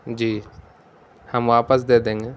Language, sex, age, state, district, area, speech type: Urdu, male, 18-30, Bihar, Gaya, urban, spontaneous